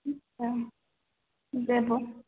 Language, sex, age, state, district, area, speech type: Maithili, female, 45-60, Bihar, Purnia, rural, conversation